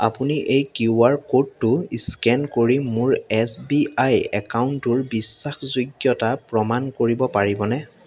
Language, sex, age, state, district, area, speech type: Assamese, male, 18-30, Assam, Biswanath, rural, read